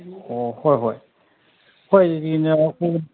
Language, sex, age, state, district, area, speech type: Manipuri, male, 45-60, Manipur, Kangpokpi, urban, conversation